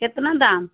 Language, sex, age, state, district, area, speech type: Maithili, female, 60+, Bihar, Muzaffarpur, urban, conversation